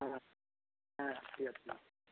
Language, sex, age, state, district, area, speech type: Bengali, male, 45-60, West Bengal, North 24 Parganas, urban, conversation